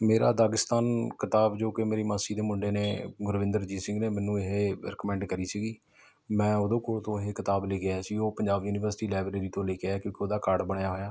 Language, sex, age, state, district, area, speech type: Punjabi, male, 30-45, Punjab, Mohali, urban, spontaneous